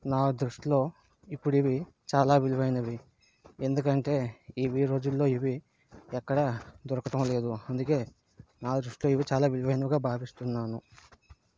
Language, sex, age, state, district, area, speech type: Telugu, male, 30-45, Andhra Pradesh, Vizianagaram, urban, spontaneous